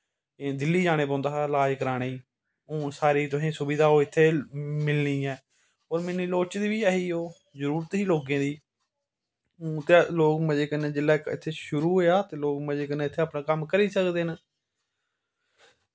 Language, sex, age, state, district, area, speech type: Dogri, male, 30-45, Jammu and Kashmir, Samba, rural, spontaneous